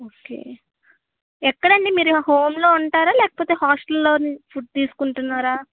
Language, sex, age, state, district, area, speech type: Telugu, female, 18-30, Andhra Pradesh, Annamaya, rural, conversation